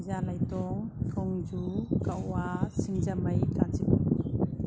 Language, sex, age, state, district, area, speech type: Manipuri, female, 45-60, Manipur, Imphal East, rural, spontaneous